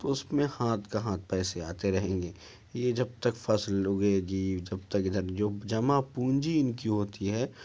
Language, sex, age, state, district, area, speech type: Urdu, male, 30-45, Uttar Pradesh, Ghaziabad, urban, spontaneous